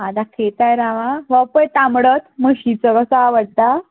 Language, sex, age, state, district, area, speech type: Goan Konkani, female, 18-30, Goa, Tiswadi, rural, conversation